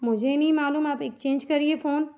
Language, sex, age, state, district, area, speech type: Hindi, female, 18-30, Madhya Pradesh, Chhindwara, urban, spontaneous